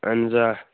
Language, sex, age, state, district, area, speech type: Kashmiri, male, 18-30, Jammu and Kashmir, Kupwara, urban, conversation